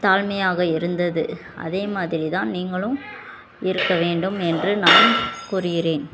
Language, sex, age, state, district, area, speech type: Tamil, female, 18-30, Tamil Nadu, Madurai, urban, spontaneous